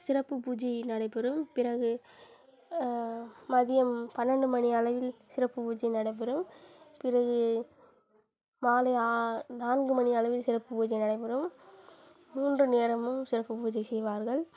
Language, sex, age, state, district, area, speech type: Tamil, female, 18-30, Tamil Nadu, Sivaganga, rural, spontaneous